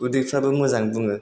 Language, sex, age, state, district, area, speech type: Bodo, male, 18-30, Assam, Chirang, rural, spontaneous